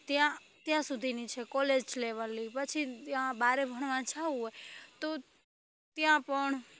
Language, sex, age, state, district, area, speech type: Gujarati, female, 18-30, Gujarat, Rajkot, rural, spontaneous